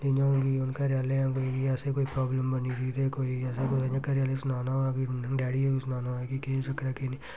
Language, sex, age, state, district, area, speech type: Dogri, male, 30-45, Jammu and Kashmir, Reasi, rural, spontaneous